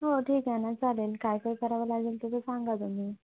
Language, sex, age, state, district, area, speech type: Marathi, female, 30-45, Maharashtra, Nagpur, urban, conversation